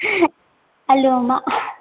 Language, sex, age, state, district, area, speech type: Bodo, female, 18-30, Assam, Chirang, rural, conversation